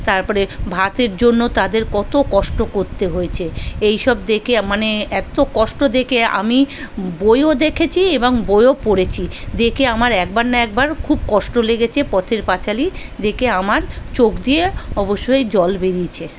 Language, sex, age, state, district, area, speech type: Bengali, female, 45-60, West Bengal, South 24 Parganas, rural, spontaneous